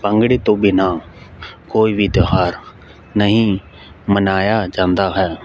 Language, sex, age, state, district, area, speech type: Punjabi, male, 30-45, Punjab, Fazilka, rural, spontaneous